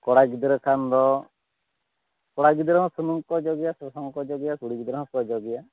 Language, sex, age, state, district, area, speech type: Santali, male, 30-45, West Bengal, Bankura, rural, conversation